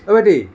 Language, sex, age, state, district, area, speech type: Assamese, male, 45-60, Assam, Sonitpur, rural, spontaneous